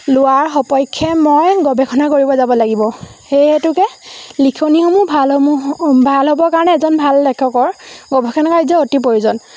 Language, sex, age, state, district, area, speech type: Assamese, female, 18-30, Assam, Lakhimpur, rural, spontaneous